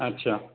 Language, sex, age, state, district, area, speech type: Assamese, male, 60+, Assam, Goalpara, rural, conversation